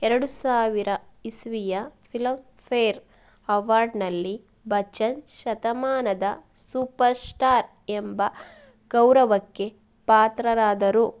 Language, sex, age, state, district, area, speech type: Kannada, female, 30-45, Karnataka, Mandya, rural, read